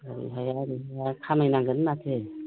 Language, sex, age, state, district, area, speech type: Bodo, female, 60+, Assam, Udalguri, rural, conversation